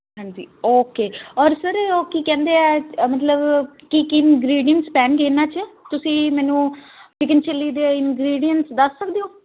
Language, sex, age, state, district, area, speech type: Punjabi, female, 18-30, Punjab, Muktsar, rural, conversation